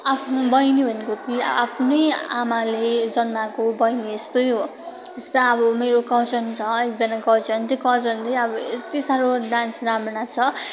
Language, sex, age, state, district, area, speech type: Nepali, female, 18-30, West Bengal, Darjeeling, rural, spontaneous